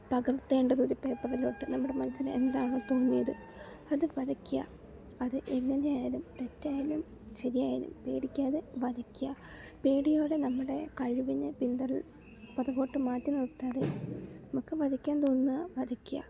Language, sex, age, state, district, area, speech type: Malayalam, female, 18-30, Kerala, Alappuzha, rural, spontaneous